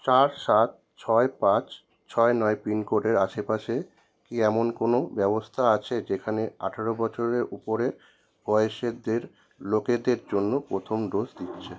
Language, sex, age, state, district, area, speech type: Bengali, male, 30-45, West Bengal, Kolkata, urban, read